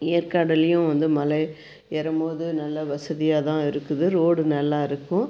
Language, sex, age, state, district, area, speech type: Tamil, female, 45-60, Tamil Nadu, Tirupattur, rural, spontaneous